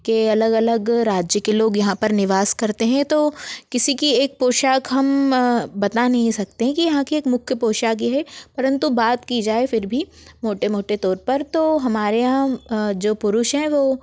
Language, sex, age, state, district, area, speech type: Hindi, female, 60+, Madhya Pradesh, Bhopal, urban, spontaneous